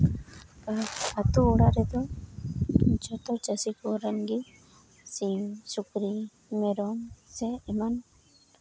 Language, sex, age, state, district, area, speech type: Santali, female, 18-30, West Bengal, Uttar Dinajpur, rural, spontaneous